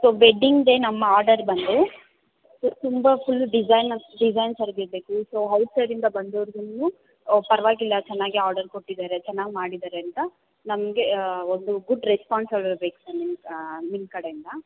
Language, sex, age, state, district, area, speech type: Kannada, female, 18-30, Karnataka, Bangalore Urban, rural, conversation